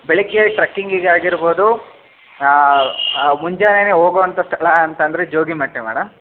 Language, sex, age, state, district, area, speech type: Kannada, male, 18-30, Karnataka, Chitradurga, urban, conversation